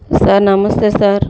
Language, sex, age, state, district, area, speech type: Telugu, female, 30-45, Andhra Pradesh, Bapatla, urban, spontaneous